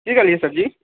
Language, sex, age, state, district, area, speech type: Maithili, male, 30-45, Bihar, Purnia, rural, conversation